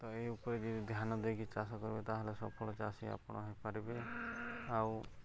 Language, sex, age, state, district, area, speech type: Odia, male, 30-45, Odisha, Subarnapur, urban, spontaneous